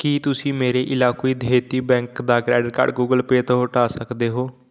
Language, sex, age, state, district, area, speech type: Punjabi, male, 18-30, Punjab, Patiala, rural, read